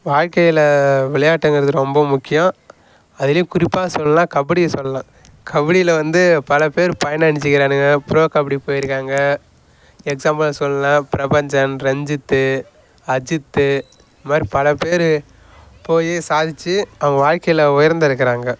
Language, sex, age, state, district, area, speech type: Tamil, male, 18-30, Tamil Nadu, Kallakurichi, rural, spontaneous